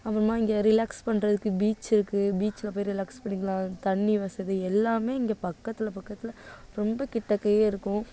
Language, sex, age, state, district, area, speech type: Tamil, female, 18-30, Tamil Nadu, Nagapattinam, urban, spontaneous